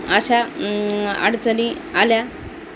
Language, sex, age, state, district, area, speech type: Marathi, female, 30-45, Maharashtra, Nanded, rural, spontaneous